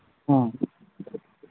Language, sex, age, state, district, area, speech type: Manipuri, male, 45-60, Manipur, Imphal East, rural, conversation